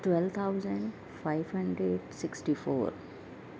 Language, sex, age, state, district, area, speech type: Urdu, female, 30-45, Delhi, Central Delhi, urban, spontaneous